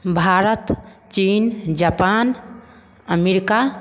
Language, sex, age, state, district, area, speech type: Maithili, female, 30-45, Bihar, Samastipur, rural, spontaneous